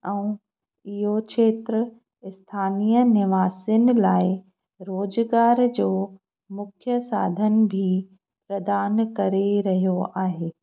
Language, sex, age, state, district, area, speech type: Sindhi, female, 30-45, Madhya Pradesh, Katni, rural, spontaneous